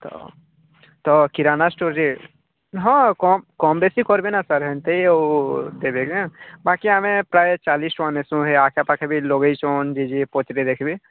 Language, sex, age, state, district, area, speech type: Odia, male, 45-60, Odisha, Nuapada, urban, conversation